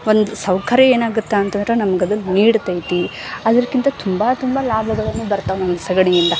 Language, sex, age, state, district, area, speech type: Kannada, female, 18-30, Karnataka, Gadag, rural, spontaneous